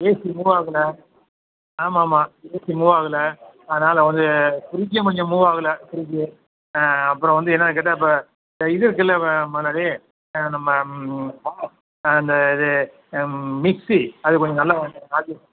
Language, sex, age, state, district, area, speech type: Tamil, male, 60+, Tamil Nadu, Cuddalore, urban, conversation